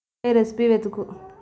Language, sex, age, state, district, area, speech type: Telugu, female, 18-30, Telangana, Vikarabad, urban, read